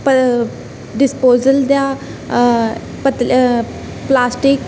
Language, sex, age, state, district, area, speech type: Dogri, female, 18-30, Jammu and Kashmir, Reasi, rural, spontaneous